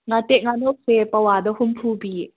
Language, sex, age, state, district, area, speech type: Manipuri, female, 18-30, Manipur, Imphal West, urban, conversation